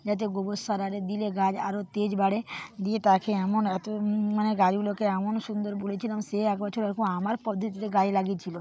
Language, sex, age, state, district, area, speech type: Bengali, female, 45-60, West Bengal, Purba Medinipur, rural, spontaneous